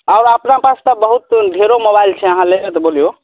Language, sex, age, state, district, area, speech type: Maithili, male, 18-30, Bihar, Samastipur, rural, conversation